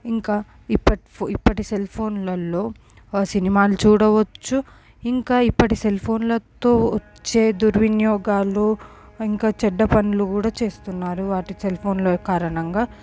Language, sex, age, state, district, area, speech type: Telugu, female, 18-30, Telangana, Medchal, urban, spontaneous